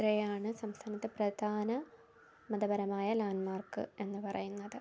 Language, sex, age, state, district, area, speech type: Malayalam, female, 18-30, Kerala, Thiruvananthapuram, rural, spontaneous